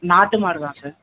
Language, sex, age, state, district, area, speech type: Tamil, male, 18-30, Tamil Nadu, Thanjavur, rural, conversation